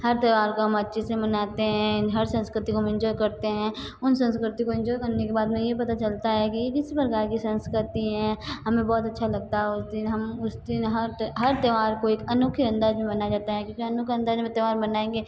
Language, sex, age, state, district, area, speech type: Hindi, female, 45-60, Rajasthan, Jodhpur, urban, spontaneous